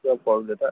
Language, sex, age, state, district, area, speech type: Marathi, male, 60+, Maharashtra, Akola, rural, conversation